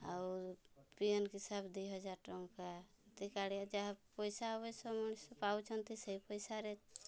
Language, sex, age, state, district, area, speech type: Odia, female, 45-60, Odisha, Mayurbhanj, rural, spontaneous